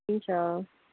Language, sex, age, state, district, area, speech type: Nepali, female, 30-45, West Bengal, Kalimpong, rural, conversation